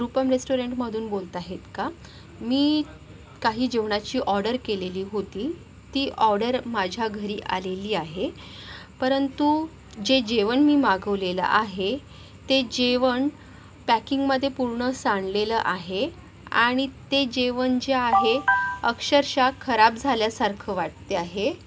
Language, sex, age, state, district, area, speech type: Marathi, female, 45-60, Maharashtra, Yavatmal, urban, spontaneous